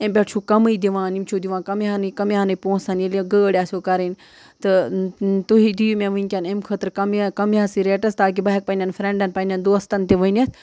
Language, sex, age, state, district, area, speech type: Kashmiri, female, 18-30, Jammu and Kashmir, Budgam, rural, spontaneous